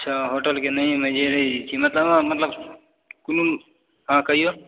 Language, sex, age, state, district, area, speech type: Maithili, male, 18-30, Bihar, Supaul, rural, conversation